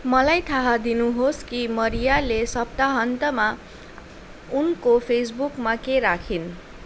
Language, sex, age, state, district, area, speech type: Nepali, female, 18-30, West Bengal, Darjeeling, rural, read